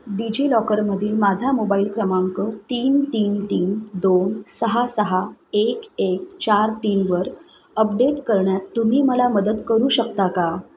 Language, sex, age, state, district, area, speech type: Marathi, female, 30-45, Maharashtra, Mumbai Suburban, urban, read